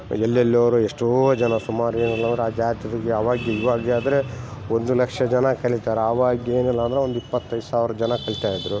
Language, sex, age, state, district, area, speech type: Kannada, male, 45-60, Karnataka, Bellary, rural, spontaneous